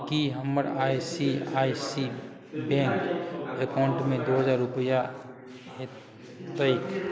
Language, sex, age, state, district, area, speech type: Maithili, male, 30-45, Bihar, Madhubani, rural, read